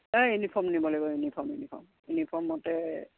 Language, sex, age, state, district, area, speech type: Assamese, female, 60+, Assam, Charaideo, rural, conversation